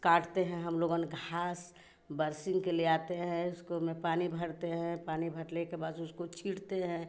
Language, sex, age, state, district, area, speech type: Hindi, female, 60+, Uttar Pradesh, Chandauli, rural, spontaneous